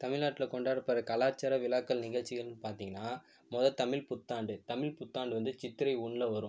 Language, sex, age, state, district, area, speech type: Tamil, male, 18-30, Tamil Nadu, Viluppuram, urban, spontaneous